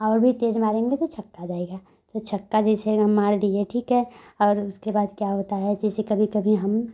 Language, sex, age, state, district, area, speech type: Hindi, female, 18-30, Uttar Pradesh, Prayagraj, urban, spontaneous